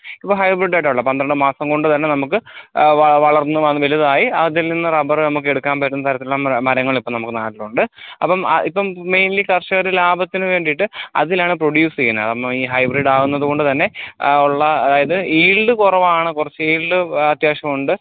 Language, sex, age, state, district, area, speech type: Malayalam, male, 30-45, Kerala, Alappuzha, rural, conversation